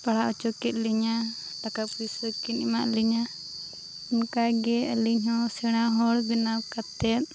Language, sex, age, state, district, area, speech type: Santali, female, 30-45, Jharkhand, Seraikela Kharsawan, rural, spontaneous